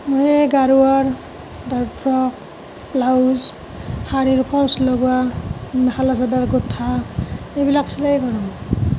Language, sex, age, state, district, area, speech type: Assamese, female, 30-45, Assam, Nalbari, rural, spontaneous